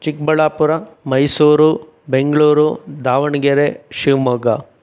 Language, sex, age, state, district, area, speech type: Kannada, male, 30-45, Karnataka, Chikkaballapur, rural, spontaneous